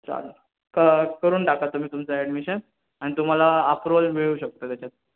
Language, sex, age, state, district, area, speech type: Marathi, male, 18-30, Maharashtra, Ratnagiri, urban, conversation